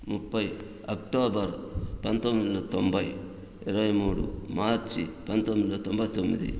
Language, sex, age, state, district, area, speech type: Telugu, male, 60+, Andhra Pradesh, Sri Balaji, rural, spontaneous